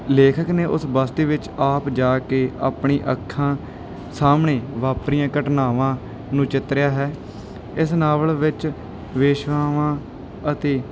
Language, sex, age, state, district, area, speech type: Punjabi, male, 18-30, Punjab, Bathinda, rural, spontaneous